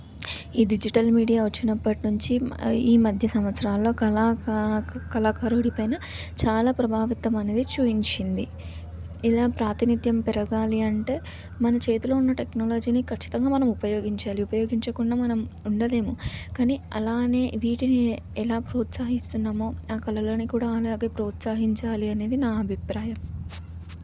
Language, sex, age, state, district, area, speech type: Telugu, female, 18-30, Telangana, Suryapet, urban, spontaneous